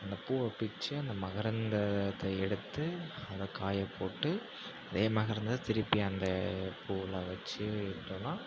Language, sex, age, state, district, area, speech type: Tamil, male, 45-60, Tamil Nadu, Ariyalur, rural, spontaneous